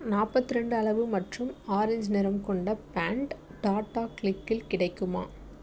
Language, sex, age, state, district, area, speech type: Tamil, female, 18-30, Tamil Nadu, Tiruvallur, rural, read